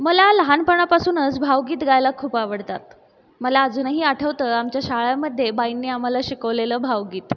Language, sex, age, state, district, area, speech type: Marathi, female, 30-45, Maharashtra, Buldhana, urban, spontaneous